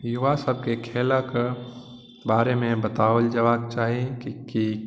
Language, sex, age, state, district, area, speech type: Maithili, male, 18-30, Bihar, Madhubani, rural, spontaneous